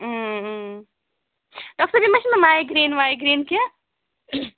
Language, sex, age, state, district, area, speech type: Kashmiri, female, 45-60, Jammu and Kashmir, Srinagar, urban, conversation